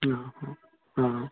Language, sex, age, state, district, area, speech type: Sindhi, male, 30-45, Maharashtra, Thane, urban, conversation